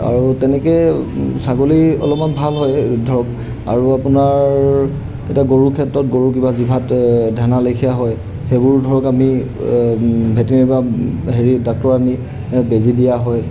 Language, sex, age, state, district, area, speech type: Assamese, male, 30-45, Assam, Golaghat, urban, spontaneous